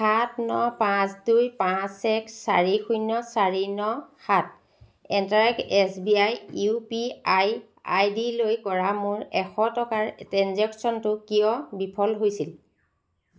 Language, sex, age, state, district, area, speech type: Assamese, female, 45-60, Assam, Sivasagar, rural, read